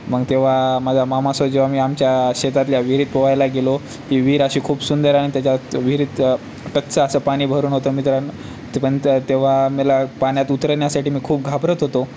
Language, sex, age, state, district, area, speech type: Marathi, male, 18-30, Maharashtra, Nanded, urban, spontaneous